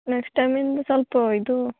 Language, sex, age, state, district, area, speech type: Kannada, female, 18-30, Karnataka, Gulbarga, urban, conversation